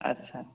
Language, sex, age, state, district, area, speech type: Odia, male, 18-30, Odisha, Dhenkanal, rural, conversation